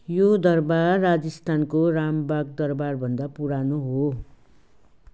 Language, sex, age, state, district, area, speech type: Nepali, female, 60+, West Bengal, Jalpaiguri, rural, read